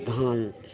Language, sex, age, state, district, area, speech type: Maithili, female, 60+, Bihar, Madhepura, urban, spontaneous